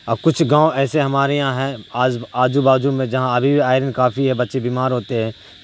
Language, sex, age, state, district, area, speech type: Urdu, male, 30-45, Bihar, Supaul, urban, spontaneous